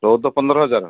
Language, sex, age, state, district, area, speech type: Odia, male, 60+, Odisha, Malkangiri, urban, conversation